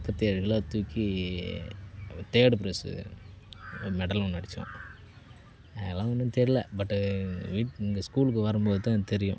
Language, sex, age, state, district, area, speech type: Tamil, male, 30-45, Tamil Nadu, Cuddalore, rural, spontaneous